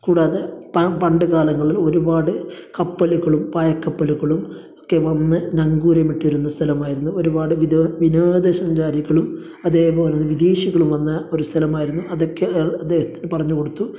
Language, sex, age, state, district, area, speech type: Malayalam, male, 30-45, Kerala, Kasaragod, rural, spontaneous